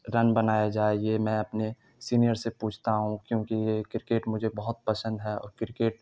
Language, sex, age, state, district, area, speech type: Urdu, male, 30-45, Bihar, Supaul, urban, spontaneous